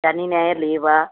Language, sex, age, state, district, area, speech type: Tamil, female, 45-60, Tamil Nadu, Thoothukudi, urban, conversation